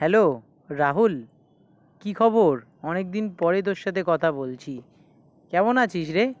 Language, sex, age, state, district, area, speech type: Bengali, male, 18-30, West Bengal, South 24 Parganas, urban, spontaneous